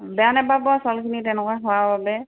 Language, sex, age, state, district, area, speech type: Assamese, female, 45-60, Assam, Charaideo, urban, conversation